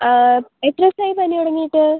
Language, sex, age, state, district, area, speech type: Malayalam, female, 18-30, Kerala, Wayanad, rural, conversation